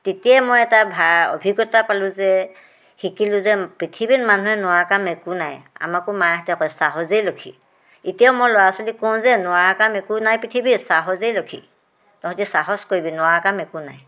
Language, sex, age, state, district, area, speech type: Assamese, female, 60+, Assam, Dhemaji, rural, spontaneous